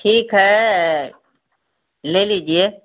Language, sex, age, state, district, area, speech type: Hindi, female, 60+, Uttar Pradesh, Mau, urban, conversation